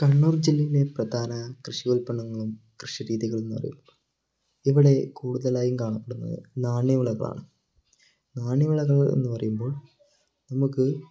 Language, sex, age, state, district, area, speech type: Malayalam, male, 18-30, Kerala, Kannur, urban, spontaneous